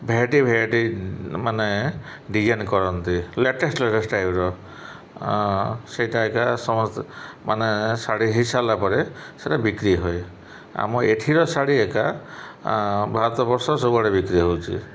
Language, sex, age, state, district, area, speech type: Odia, male, 30-45, Odisha, Subarnapur, urban, spontaneous